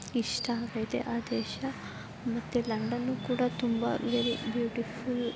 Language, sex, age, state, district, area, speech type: Kannada, female, 18-30, Karnataka, Chamarajanagar, rural, spontaneous